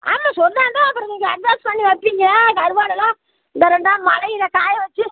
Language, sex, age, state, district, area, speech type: Tamil, female, 60+, Tamil Nadu, Tiruppur, rural, conversation